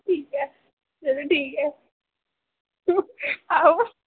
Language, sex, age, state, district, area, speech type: Dogri, female, 18-30, Jammu and Kashmir, Jammu, rural, conversation